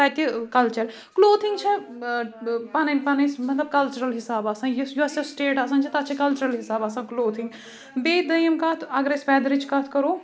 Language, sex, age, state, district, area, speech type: Kashmiri, female, 45-60, Jammu and Kashmir, Ganderbal, rural, spontaneous